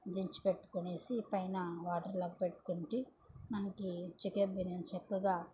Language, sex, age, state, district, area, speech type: Telugu, female, 18-30, Andhra Pradesh, Chittoor, rural, spontaneous